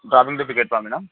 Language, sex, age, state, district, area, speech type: Telugu, male, 18-30, Andhra Pradesh, Anantapur, urban, conversation